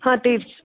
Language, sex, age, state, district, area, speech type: Marathi, female, 60+, Maharashtra, Pune, urban, conversation